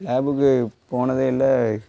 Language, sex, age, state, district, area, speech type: Tamil, male, 18-30, Tamil Nadu, Thoothukudi, rural, spontaneous